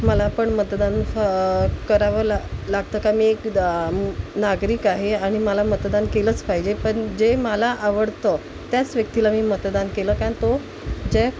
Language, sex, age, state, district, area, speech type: Marathi, female, 45-60, Maharashtra, Mumbai Suburban, urban, spontaneous